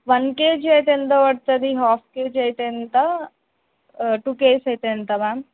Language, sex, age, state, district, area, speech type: Telugu, female, 18-30, Telangana, Warangal, rural, conversation